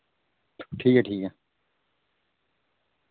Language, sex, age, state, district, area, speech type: Dogri, male, 30-45, Jammu and Kashmir, Udhampur, rural, conversation